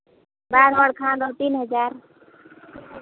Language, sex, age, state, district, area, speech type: Santali, female, 30-45, Jharkhand, East Singhbhum, rural, conversation